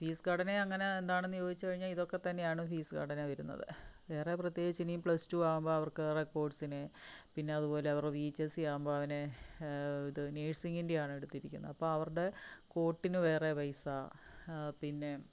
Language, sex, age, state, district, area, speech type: Malayalam, female, 45-60, Kerala, Palakkad, rural, spontaneous